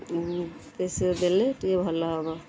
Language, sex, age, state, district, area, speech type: Odia, female, 30-45, Odisha, Kendrapara, urban, spontaneous